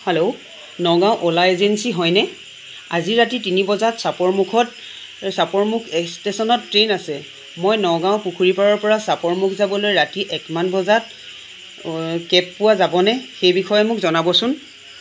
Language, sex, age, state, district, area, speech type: Assamese, female, 45-60, Assam, Nagaon, rural, spontaneous